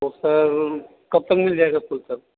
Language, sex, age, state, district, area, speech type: Hindi, male, 18-30, Uttar Pradesh, Bhadohi, rural, conversation